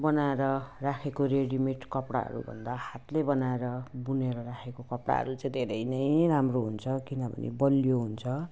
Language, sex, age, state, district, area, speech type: Nepali, female, 60+, West Bengal, Jalpaiguri, rural, spontaneous